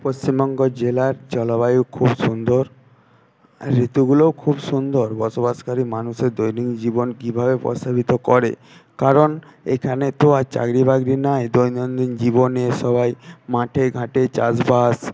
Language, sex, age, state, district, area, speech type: Bengali, male, 18-30, West Bengal, Paschim Medinipur, urban, spontaneous